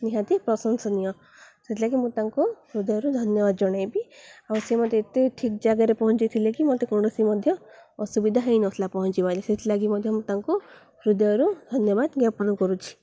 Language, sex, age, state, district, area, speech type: Odia, female, 18-30, Odisha, Koraput, urban, spontaneous